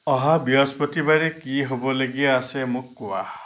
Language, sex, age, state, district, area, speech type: Assamese, male, 60+, Assam, Lakhimpur, urban, read